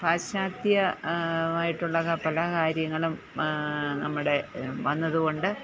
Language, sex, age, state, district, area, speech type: Malayalam, female, 45-60, Kerala, Pathanamthitta, rural, spontaneous